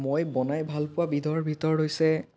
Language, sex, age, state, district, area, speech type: Assamese, male, 18-30, Assam, Biswanath, rural, spontaneous